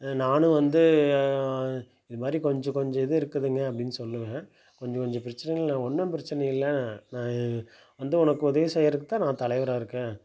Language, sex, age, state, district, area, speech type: Tamil, male, 30-45, Tamil Nadu, Tiruppur, rural, spontaneous